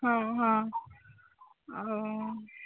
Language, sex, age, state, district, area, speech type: Odia, female, 18-30, Odisha, Jagatsinghpur, rural, conversation